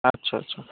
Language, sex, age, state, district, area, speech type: Bengali, male, 18-30, West Bengal, Uttar Dinajpur, rural, conversation